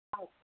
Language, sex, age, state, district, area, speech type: Kannada, female, 60+, Karnataka, Udupi, urban, conversation